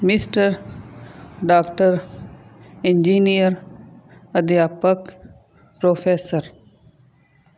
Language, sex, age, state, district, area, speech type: Punjabi, female, 30-45, Punjab, Fazilka, rural, spontaneous